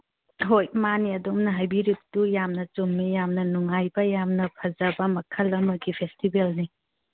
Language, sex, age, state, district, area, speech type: Manipuri, female, 45-60, Manipur, Churachandpur, urban, conversation